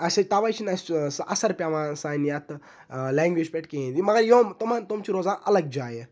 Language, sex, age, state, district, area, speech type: Kashmiri, male, 18-30, Jammu and Kashmir, Ganderbal, rural, spontaneous